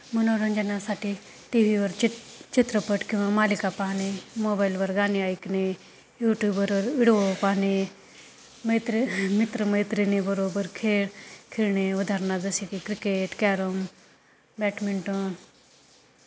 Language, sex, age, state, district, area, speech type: Marathi, female, 30-45, Maharashtra, Beed, urban, spontaneous